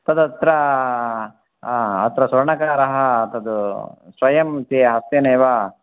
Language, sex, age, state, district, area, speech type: Sanskrit, male, 45-60, Karnataka, Shimoga, urban, conversation